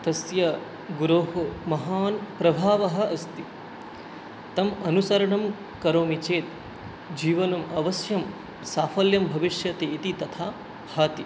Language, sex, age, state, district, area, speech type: Sanskrit, male, 18-30, West Bengal, Alipurduar, rural, spontaneous